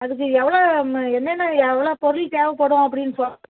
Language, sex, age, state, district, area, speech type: Tamil, female, 45-60, Tamil Nadu, Dharmapuri, rural, conversation